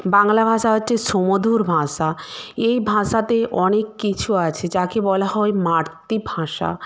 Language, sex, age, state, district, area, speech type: Bengali, female, 45-60, West Bengal, Nadia, rural, spontaneous